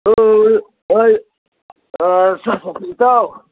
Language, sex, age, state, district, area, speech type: Manipuri, male, 60+, Manipur, Imphal East, rural, conversation